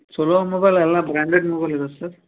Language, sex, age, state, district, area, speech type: Kannada, male, 30-45, Karnataka, Gadag, rural, conversation